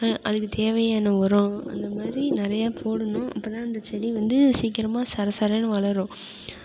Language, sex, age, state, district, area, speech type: Tamil, female, 18-30, Tamil Nadu, Mayiladuthurai, urban, spontaneous